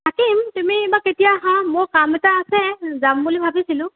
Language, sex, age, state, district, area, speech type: Assamese, female, 18-30, Assam, Morigaon, rural, conversation